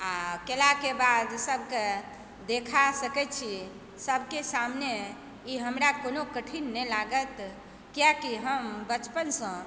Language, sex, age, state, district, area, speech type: Maithili, female, 45-60, Bihar, Supaul, urban, spontaneous